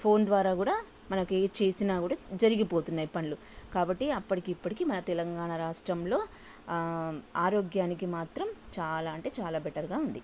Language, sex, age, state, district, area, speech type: Telugu, female, 45-60, Telangana, Sangareddy, urban, spontaneous